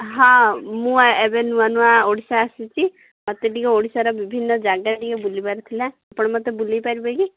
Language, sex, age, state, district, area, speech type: Odia, female, 18-30, Odisha, Ganjam, urban, conversation